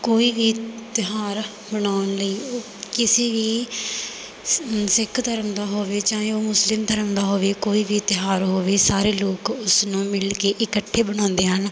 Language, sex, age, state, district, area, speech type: Punjabi, female, 18-30, Punjab, Bathinda, rural, spontaneous